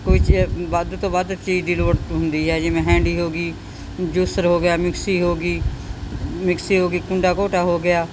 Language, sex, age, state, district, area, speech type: Punjabi, female, 60+, Punjab, Bathinda, urban, spontaneous